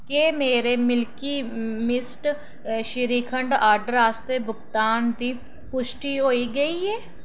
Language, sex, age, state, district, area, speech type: Dogri, female, 18-30, Jammu and Kashmir, Reasi, rural, read